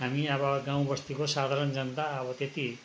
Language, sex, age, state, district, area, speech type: Nepali, male, 60+, West Bengal, Darjeeling, rural, spontaneous